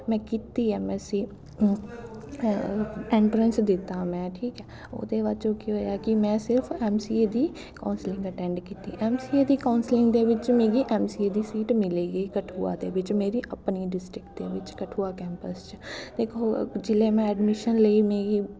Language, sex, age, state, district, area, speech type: Dogri, female, 18-30, Jammu and Kashmir, Kathua, urban, spontaneous